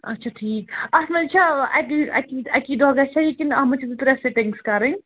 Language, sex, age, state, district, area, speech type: Kashmiri, female, 18-30, Jammu and Kashmir, Srinagar, urban, conversation